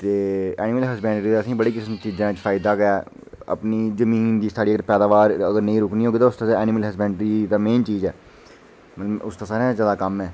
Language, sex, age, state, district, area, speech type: Dogri, male, 30-45, Jammu and Kashmir, Udhampur, urban, spontaneous